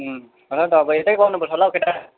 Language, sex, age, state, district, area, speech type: Nepali, male, 30-45, West Bengal, Jalpaiguri, urban, conversation